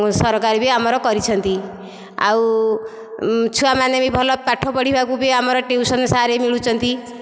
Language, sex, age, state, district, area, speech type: Odia, female, 45-60, Odisha, Dhenkanal, rural, spontaneous